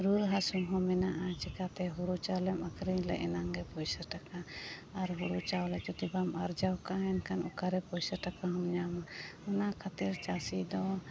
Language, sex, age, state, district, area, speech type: Santali, female, 30-45, Jharkhand, Seraikela Kharsawan, rural, spontaneous